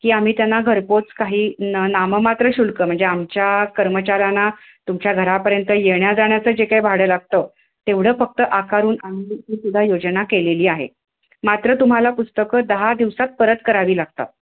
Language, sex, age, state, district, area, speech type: Marathi, female, 30-45, Maharashtra, Sangli, urban, conversation